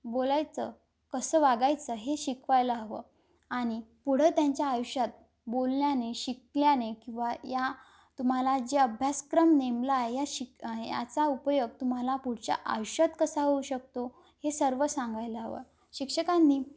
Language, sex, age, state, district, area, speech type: Marathi, female, 18-30, Maharashtra, Amravati, rural, spontaneous